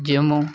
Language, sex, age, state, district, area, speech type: Dogri, male, 30-45, Jammu and Kashmir, Udhampur, rural, spontaneous